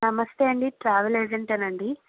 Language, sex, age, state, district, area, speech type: Telugu, female, 30-45, Andhra Pradesh, Vizianagaram, rural, conversation